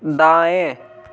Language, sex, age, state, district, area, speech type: Hindi, male, 18-30, Rajasthan, Jaipur, urban, read